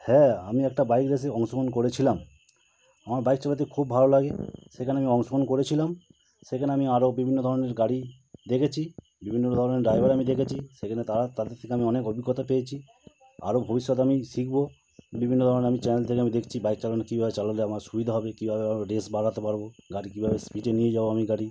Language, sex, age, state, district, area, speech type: Bengali, male, 30-45, West Bengal, Howrah, urban, spontaneous